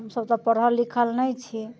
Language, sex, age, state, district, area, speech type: Maithili, female, 60+, Bihar, Muzaffarpur, urban, spontaneous